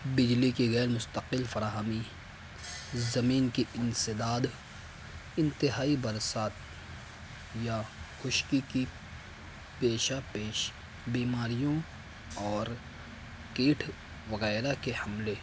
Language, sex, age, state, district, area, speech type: Urdu, male, 30-45, Maharashtra, Nashik, urban, spontaneous